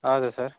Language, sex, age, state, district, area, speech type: Kannada, male, 18-30, Karnataka, Chitradurga, rural, conversation